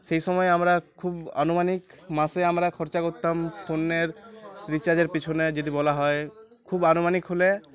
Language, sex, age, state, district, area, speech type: Bengali, male, 18-30, West Bengal, Uttar Dinajpur, urban, spontaneous